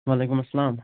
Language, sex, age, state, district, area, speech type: Kashmiri, male, 45-60, Jammu and Kashmir, Budgam, urban, conversation